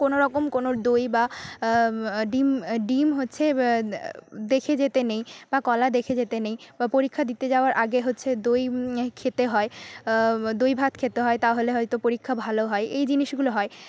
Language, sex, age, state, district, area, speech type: Bengali, female, 18-30, West Bengal, Paschim Medinipur, rural, spontaneous